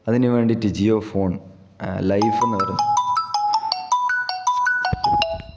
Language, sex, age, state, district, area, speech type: Malayalam, male, 18-30, Kerala, Kasaragod, rural, spontaneous